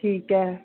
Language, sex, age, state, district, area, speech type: Punjabi, female, 30-45, Punjab, Mansa, urban, conversation